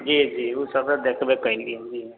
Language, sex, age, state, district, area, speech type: Maithili, male, 18-30, Bihar, Sitamarhi, rural, conversation